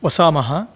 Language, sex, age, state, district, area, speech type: Sanskrit, male, 45-60, Karnataka, Davanagere, rural, spontaneous